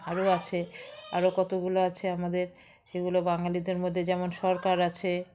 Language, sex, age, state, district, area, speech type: Bengali, female, 45-60, West Bengal, Alipurduar, rural, spontaneous